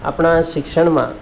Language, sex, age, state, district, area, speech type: Gujarati, male, 45-60, Gujarat, Surat, urban, spontaneous